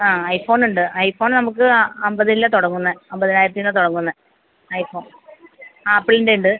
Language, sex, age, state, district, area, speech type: Malayalam, female, 45-60, Kerala, Kottayam, rural, conversation